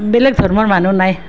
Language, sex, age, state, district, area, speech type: Assamese, female, 45-60, Assam, Nalbari, rural, spontaneous